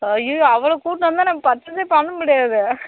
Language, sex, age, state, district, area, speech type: Tamil, female, 30-45, Tamil Nadu, Viluppuram, urban, conversation